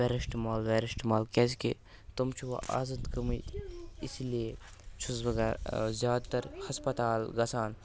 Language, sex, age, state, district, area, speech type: Kashmiri, male, 18-30, Jammu and Kashmir, Kupwara, rural, spontaneous